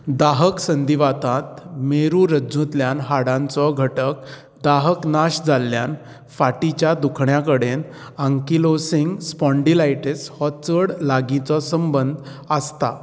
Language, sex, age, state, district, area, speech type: Goan Konkani, male, 30-45, Goa, Canacona, rural, read